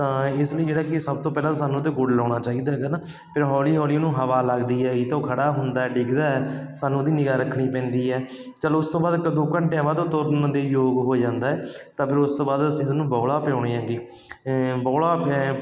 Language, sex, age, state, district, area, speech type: Punjabi, male, 45-60, Punjab, Barnala, rural, spontaneous